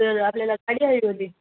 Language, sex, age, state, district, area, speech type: Marathi, male, 18-30, Maharashtra, Nanded, rural, conversation